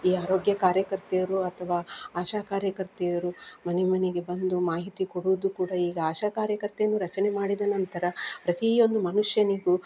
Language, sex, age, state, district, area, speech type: Kannada, female, 45-60, Karnataka, Udupi, rural, spontaneous